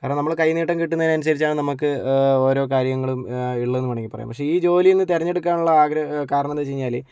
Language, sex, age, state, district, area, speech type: Malayalam, male, 18-30, Kerala, Kozhikode, urban, spontaneous